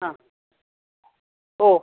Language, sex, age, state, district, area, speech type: Malayalam, female, 18-30, Kerala, Kozhikode, urban, conversation